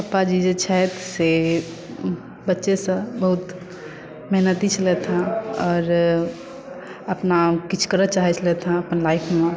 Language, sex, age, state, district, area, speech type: Maithili, female, 18-30, Bihar, Madhubani, rural, spontaneous